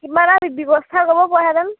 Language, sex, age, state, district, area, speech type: Assamese, female, 18-30, Assam, Lakhimpur, rural, conversation